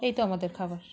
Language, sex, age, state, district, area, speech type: Bengali, female, 45-60, West Bengal, Alipurduar, rural, spontaneous